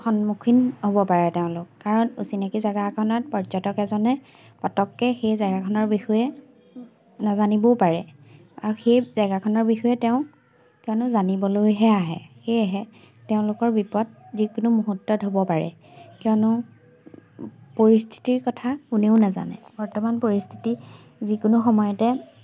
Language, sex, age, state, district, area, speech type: Assamese, female, 18-30, Assam, Majuli, urban, spontaneous